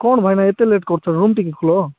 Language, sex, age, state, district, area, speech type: Odia, male, 18-30, Odisha, Malkangiri, urban, conversation